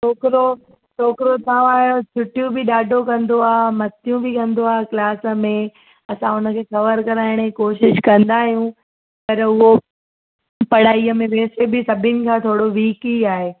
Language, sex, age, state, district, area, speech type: Sindhi, female, 18-30, Gujarat, Surat, urban, conversation